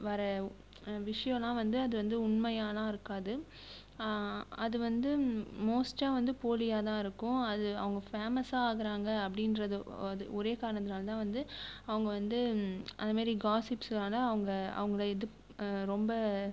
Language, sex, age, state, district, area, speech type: Tamil, female, 18-30, Tamil Nadu, Viluppuram, rural, spontaneous